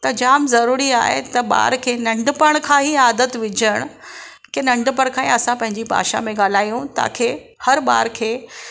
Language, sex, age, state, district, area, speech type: Sindhi, female, 45-60, Maharashtra, Mumbai Suburban, urban, spontaneous